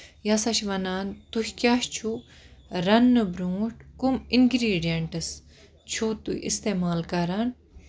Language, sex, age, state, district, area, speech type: Kashmiri, female, 30-45, Jammu and Kashmir, Budgam, rural, spontaneous